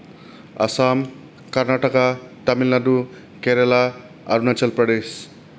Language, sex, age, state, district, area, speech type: Bodo, male, 30-45, Assam, Kokrajhar, urban, spontaneous